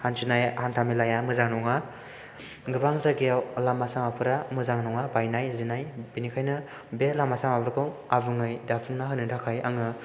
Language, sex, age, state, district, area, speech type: Bodo, male, 18-30, Assam, Chirang, rural, spontaneous